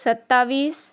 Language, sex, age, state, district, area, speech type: Marathi, female, 30-45, Maharashtra, Wardha, rural, spontaneous